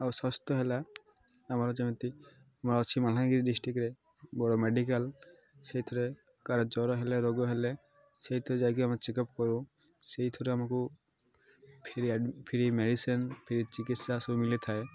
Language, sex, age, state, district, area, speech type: Odia, male, 18-30, Odisha, Malkangiri, urban, spontaneous